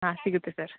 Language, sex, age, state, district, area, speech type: Kannada, female, 18-30, Karnataka, Chikkamagaluru, rural, conversation